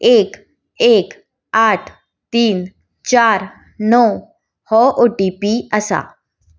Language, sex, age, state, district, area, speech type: Goan Konkani, female, 18-30, Goa, Ponda, rural, read